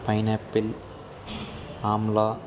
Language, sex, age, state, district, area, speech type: Telugu, male, 18-30, Andhra Pradesh, Sri Satya Sai, rural, spontaneous